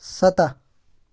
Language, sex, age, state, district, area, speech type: Kashmiri, male, 18-30, Jammu and Kashmir, Kupwara, rural, read